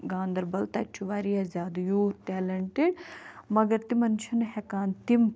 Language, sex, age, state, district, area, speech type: Kashmiri, female, 18-30, Jammu and Kashmir, Ganderbal, urban, spontaneous